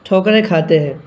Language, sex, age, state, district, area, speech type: Urdu, male, 18-30, Bihar, Purnia, rural, spontaneous